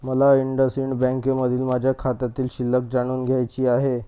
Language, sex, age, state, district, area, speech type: Marathi, male, 30-45, Maharashtra, Nagpur, urban, read